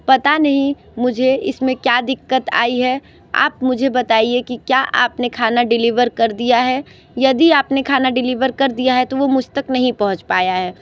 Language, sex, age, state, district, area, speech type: Hindi, female, 45-60, Uttar Pradesh, Sonbhadra, rural, spontaneous